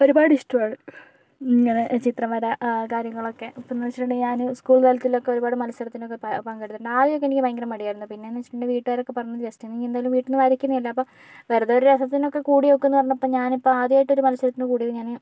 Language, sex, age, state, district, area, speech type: Malayalam, female, 45-60, Kerala, Kozhikode, urban, spontaneous